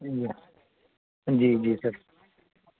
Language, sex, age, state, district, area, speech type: Urdu, male, 60+, Uttar Pradesh, Lucknow, urban, conversation